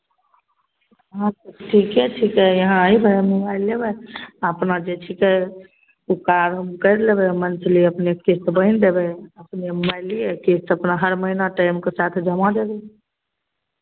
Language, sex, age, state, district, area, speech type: Maithili, female, 30-45, Bihar, Begusarai, rural, conversation